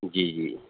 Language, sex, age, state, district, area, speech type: Urdu, male, 30-45, Telangana, Hyderabad, urban, conversation